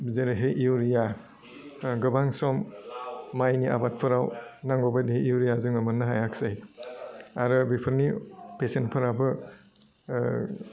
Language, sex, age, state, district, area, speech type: Bodo, male, 45-60, Assam, Udalguri, urban, spontaneous